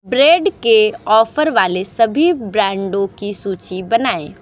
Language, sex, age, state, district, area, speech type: Hindi, female, 45-60, Uttar Pradesh, Sonbhadra, rural, read